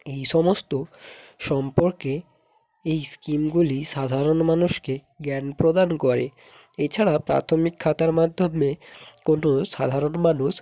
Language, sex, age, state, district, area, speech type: Bengali, male, 18-30, West Bengal, Hooghly, urban, spontaneous